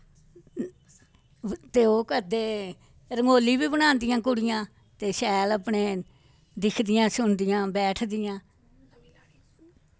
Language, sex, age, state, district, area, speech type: Dogri, female, 60+, Jammu and Kashmir, Samba, urban, spontaneous